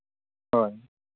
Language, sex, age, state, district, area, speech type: Santali, male, 45-60, Odisha, Mayurbhanj, rural, conversation